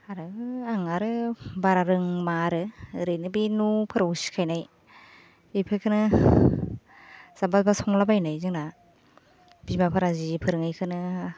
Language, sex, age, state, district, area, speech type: Bodo, female, 18-30, Assam, Baksa, rural, spontaneous